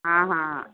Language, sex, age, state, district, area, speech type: Sindhi, female, 45-60, Gujarat, Kutch, rural, conversation